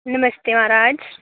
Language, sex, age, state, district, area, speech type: Dogri, female, 18-30, Jammu and Kashmir, Kathua, rural, conversation